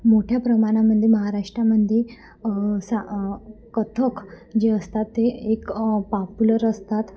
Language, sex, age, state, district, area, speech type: Marathi, female, 18-30, Maharashtra, Wardha, urban, spontaneous